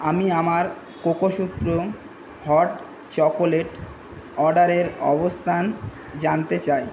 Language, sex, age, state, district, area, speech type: Bengali, male, 18-30, West Bengal, Kolkata, urban, read